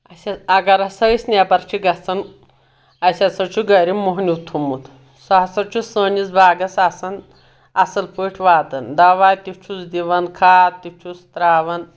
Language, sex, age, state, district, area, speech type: Kashmiri, female, 60+, Jammu and Kashmir, Anantnag, rural, spontaneous